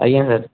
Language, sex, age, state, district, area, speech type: Odia, male, 18-30, Odisha, Mayurbhanj, rural, conversation